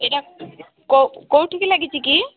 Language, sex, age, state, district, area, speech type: Odia, female, 30-45, Odisha, Sambalpur, rural, conversation